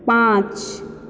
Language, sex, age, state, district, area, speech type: Maithili, female, 18-30, Bihar, Supaul, rural, read